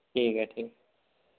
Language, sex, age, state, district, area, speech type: Dogri, male, 18-30, Jammu and Kashmir, Samba, rural, conversation